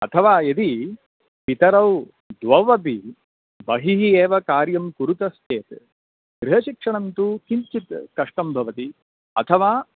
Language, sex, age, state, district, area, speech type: Sanskrit, male, 45-60, Karnataka, Bangalore Urban, urban, conversation